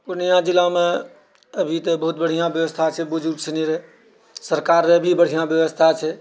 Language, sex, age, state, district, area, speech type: Maithili, male, 60+, Bihar, Purnia, rural, spontaneous